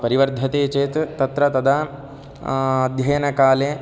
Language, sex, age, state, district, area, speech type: Sanskrit, male, 18-30, Karnataka, Gulbarga, urban, spontaneous